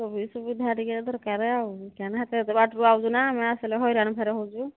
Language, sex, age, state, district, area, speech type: Odia, female, 45-60, Odisha, Angul, rural, conversation